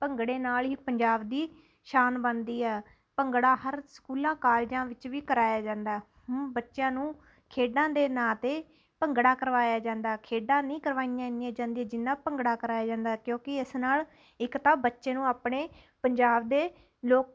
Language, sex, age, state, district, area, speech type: Punjabi, female, 30-45, Punjab, Barnala, rural, spontaneous